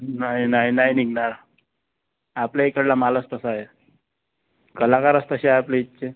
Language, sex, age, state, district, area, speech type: Marathi, male, 45-60, Maharashtra, Nagpur, urban, conversation